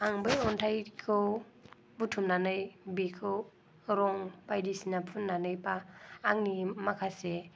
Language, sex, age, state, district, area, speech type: Bodo, female, 18-30, Assam, Kokrajhar, rural, spontaneous